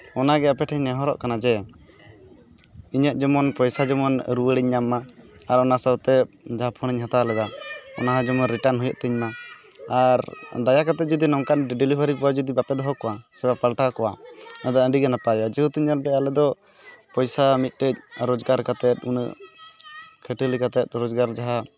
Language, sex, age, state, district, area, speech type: Santali, male, 18-30, West Bengal, Purulia, rural, spontaneous